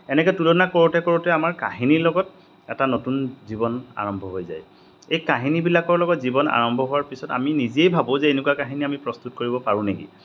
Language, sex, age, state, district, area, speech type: Assamese, male, 30-45, Assam, Majuli, urban, spontaneous